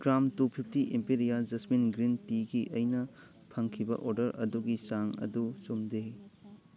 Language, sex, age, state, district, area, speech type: Manipuri, male, 18-30, Manipur, Thoubal, rural, read